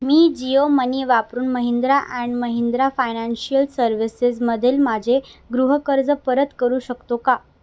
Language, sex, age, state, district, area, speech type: Marathi, female, 18-30, Maharashtra, Thane, urban, read